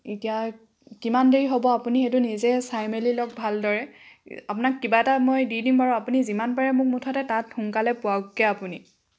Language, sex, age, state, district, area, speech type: Assamese, female, 18-30, Assam, Charaideo, rural, spontaneous